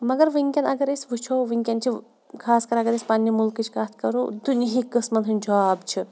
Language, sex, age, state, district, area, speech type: Kashmiri, female, 30-45, Jammu and Kashmir, Shopian, urban, spontaneous